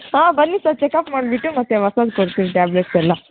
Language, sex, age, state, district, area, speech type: Kannada, female, 18-30, Karnataka, Kolar, rural, conversation